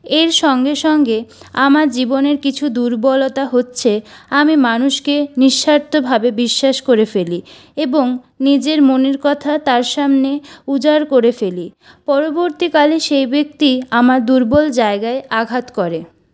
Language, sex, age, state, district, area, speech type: Bengali, female, 18-30, West Bengal, Purulia, urban, spontaneous